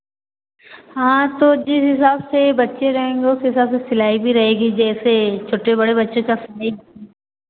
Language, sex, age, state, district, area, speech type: Hindi, female, 18-30, Uttar Pradesh, Azamgarh, urban, conversation